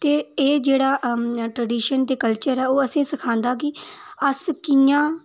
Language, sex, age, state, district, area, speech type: Dogri, female, 18-30, Jammu and Kashmir, Udhampur, rural, spontaneous